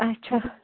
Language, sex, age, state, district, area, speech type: Kashmiri, female, 30-45, Jammu and Kashmir, Anantnag, rural, conversation